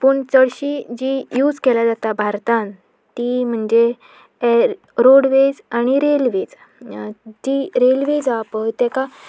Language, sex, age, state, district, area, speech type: Goan Konkani, female, 18-30, Goa, Pernem, rural, spontaneous